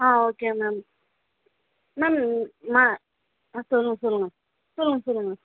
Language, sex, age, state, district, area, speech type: Tamil, female, 18-30, Tamil Nadu, Chennai, urban, conversation